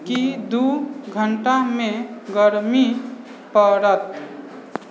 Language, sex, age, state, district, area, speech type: Maithili, male, 18-30, Bihar, Sitamarhi, urban, read